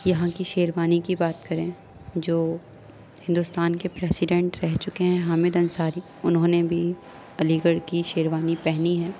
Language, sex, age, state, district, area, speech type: Urdu, female, 18-30, Uttar Pradesh, Aligarh, urban, spontaneous